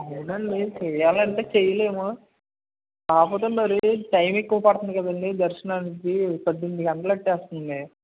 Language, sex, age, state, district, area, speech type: Telugu, male, 45-60, Andhra Pradesh, West Godavari, rural, conversation